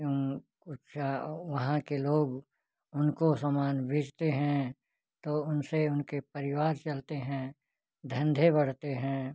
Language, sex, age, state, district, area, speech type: Hindi, male, 60+, Uttar Pradesh, Ghazipur, rural, spontaneous